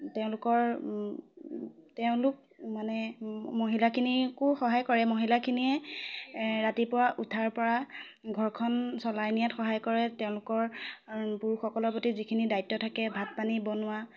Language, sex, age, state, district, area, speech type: Assamese, female, 18-30, Assam, Biswanath, rural, spontaneous